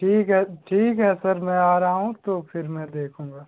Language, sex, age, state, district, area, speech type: Hindi, male, 18-30, Bihar, Darbhanga, urban, conversation